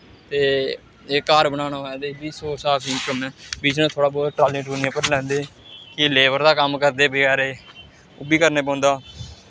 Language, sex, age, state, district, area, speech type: Dogri, male, 18-30, Jammu and Kashmir, Samba, rural, spontaneous